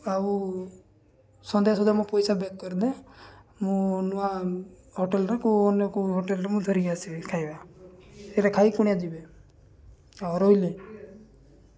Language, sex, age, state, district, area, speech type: Odia, male, 18-30, Odisha, Nabarangpur, urban, spontaneous